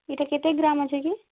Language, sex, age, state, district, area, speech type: Odia, female, 18-30, Odisha, Bargarh, urban, conversation